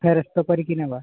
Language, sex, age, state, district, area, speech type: Odia, male, 45-60, Odisha, Mayurbhanj, rural, conversation